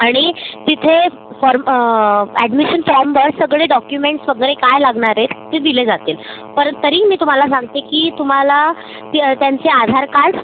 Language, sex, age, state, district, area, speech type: Marathi, female, 30-45, Maharashtra, Nagpur, rural, conversation